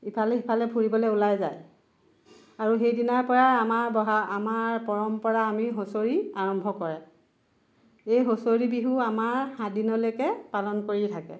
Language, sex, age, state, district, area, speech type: Assamese, female, 45-60, Assam, Lakhimpur, rural, spontaneous